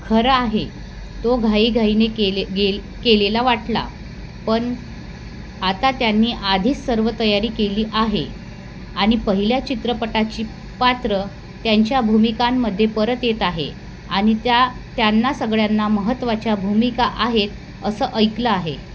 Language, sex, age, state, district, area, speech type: Marathi, female, 30-45, Maharashtra, Wardha, rural, read